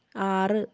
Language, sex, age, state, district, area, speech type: Malayalam, female, 18-30, Kerala, Kozhikode, urban, read